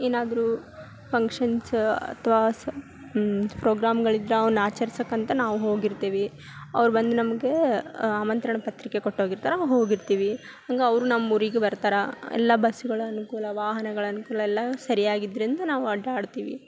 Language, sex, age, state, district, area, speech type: Kannada, female, 18-30, Karnataka, Gadag, urban, spontaneous